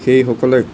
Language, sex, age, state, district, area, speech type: Assamese, male, 18-30, Assam, Nagaon, rural, spontaneous